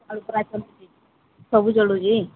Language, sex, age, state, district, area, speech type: Odia, female, 18-30, Odisha, Sambalpur, rural, conversation